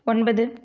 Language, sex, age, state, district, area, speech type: Tamil, female, 18-30, Tamil Nadu, Erode, rural, read